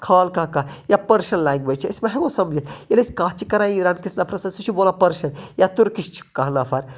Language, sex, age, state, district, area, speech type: Kashmiri, male, 30-45, Jammu and Kashmir, Budgam, rural, spontaneous